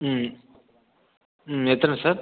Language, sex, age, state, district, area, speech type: Tamil, male, 18-30, Tamil Nadu, Viluppuram, urban, conversation